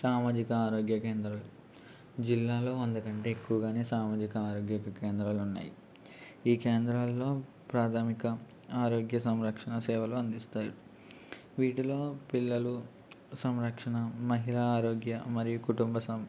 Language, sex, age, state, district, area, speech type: Telugu, male, 18-30, Andhra Pradesh, East Godavari, rural, spontaneous